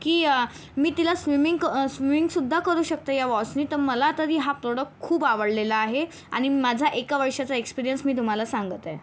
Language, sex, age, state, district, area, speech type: Marathi, female, 18-30, Maharashtra, Yavatmal, rural, spontaneous